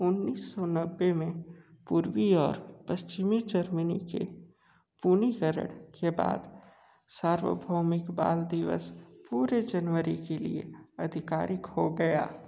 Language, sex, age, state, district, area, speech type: Hindi, male, 60+, Uttar Pradesh, Sonbhadra, rural, read